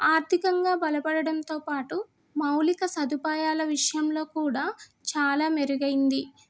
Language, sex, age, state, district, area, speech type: Telugu, female, 30-45, Telangana, Hyderabad, rural, spontaneous